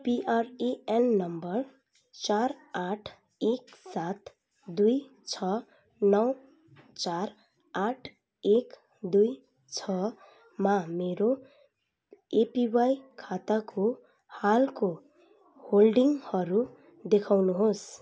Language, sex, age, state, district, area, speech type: Nepali, female, 30-45, West Bengal, Kalimpong, rural, read